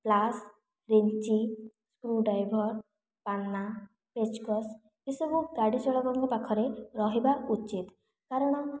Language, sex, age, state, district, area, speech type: Odia, female, 45-60, Odisha, Khordha, rural, spontaneous